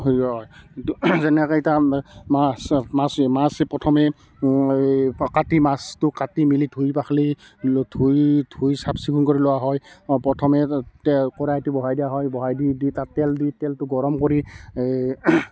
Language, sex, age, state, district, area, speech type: Assamese, male, 30-45, Assam, Barpeta, rural, spontaneous